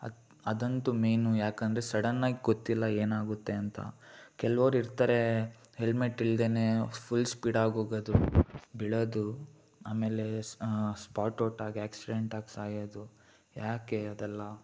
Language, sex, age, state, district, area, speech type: Kannada, male, 18-30, Karnataka, Mysore, urban, spontaneous